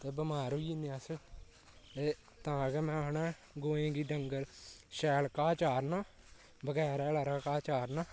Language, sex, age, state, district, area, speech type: Dogri, male, 18-30, Jammu and Kashmir, Kathua, rural, spontaneous